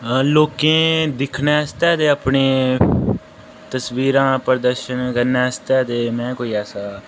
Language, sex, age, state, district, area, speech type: Dogri, male, 18-30, Jammu and Kashmir, Udhampur, rural, spontaneous